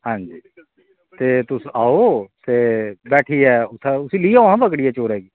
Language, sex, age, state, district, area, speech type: Dogri, male, 45-60, Jammu and Kashmir, Kathua, urban, conversation